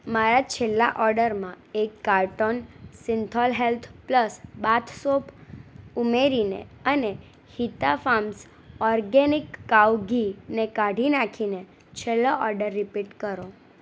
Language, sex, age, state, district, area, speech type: Gujarati, female, 18-30, Gujarat, Anand, urban, read